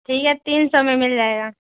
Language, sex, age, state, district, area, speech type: Urdu, female, 18-30, Bihar, Saharsa, rural, conversation